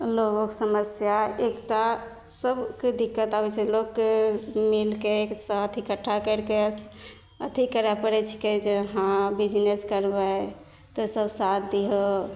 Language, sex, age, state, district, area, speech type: Maithili, female, 18-30, Bihar, Begusarai, rural, spontaneous